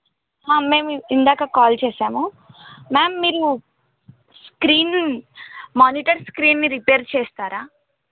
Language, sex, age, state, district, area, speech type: Telugu, female, 18-30, Telangana, Yadadri Bhuvanagiri, urban, conversation